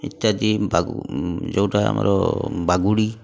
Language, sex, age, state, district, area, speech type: Odia, male, 45-60, Odisha, Mayurbhanj, rural, spontaneous